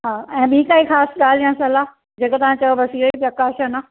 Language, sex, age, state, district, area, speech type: Sindhi, female, 45-60, Maharashtra, Thane, urban, conversation